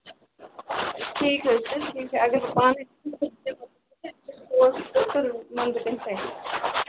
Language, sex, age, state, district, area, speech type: Kashmiri, female, 18-30, Jammu and Kashmir, Kupwara, rural, conversation